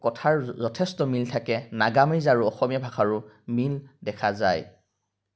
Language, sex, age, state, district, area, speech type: Assamese, male, 30-45, Assam, Jorhat, urban, spontaneous